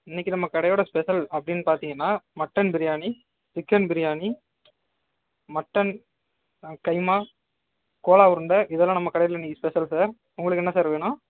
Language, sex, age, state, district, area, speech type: Tamil, male, 30-45, Tamil Nadu, Ariyalur, rural, conversation